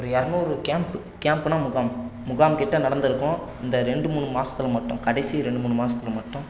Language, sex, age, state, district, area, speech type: Tamil, male, 18-30, Tamil Nadu, Tiruvannamalai, rural, spontaneous